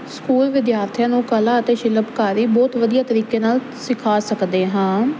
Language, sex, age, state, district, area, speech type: Punjabi, female, 18-30, Punjab, Fazilka, rural, spontaneous